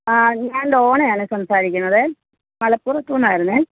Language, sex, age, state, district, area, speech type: Malayalam, female, 30-45, Kerala, Malappuram, rural, conversation